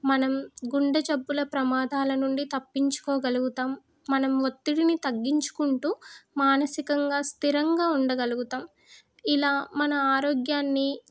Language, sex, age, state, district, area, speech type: Telugu, female, 30-45, Telangana, Hyderabad, rural, spontaneous